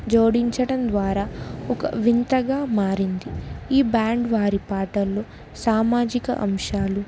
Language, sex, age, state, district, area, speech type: Telugu, female, 18-30, Telangana, Ranga Reddy, rural, spontaneous